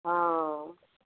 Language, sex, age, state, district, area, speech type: Maithili, female, 45-60, Bihar, Darbhanga, urban, conversation